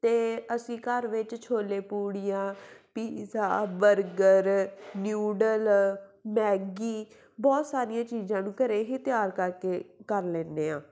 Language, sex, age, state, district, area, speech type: Punjabi, female, 18-30, Punjab, Tarn Taran, rural, spontaneous